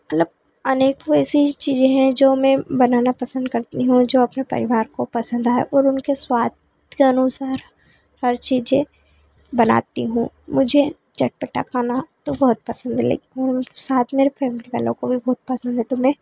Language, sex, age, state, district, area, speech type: Hindi, female, 30-45, Madhya Pradesh, Ujjain, urban, spontaneous